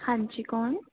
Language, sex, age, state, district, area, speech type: Dogri, female, 18-30, Jammu and Kashmir, Reasi, rural, conversation